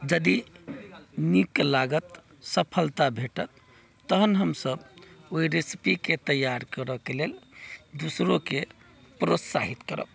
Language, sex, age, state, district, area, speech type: Maithili, male, 60+, Bihar, Sitamarhi, rural, spontaneous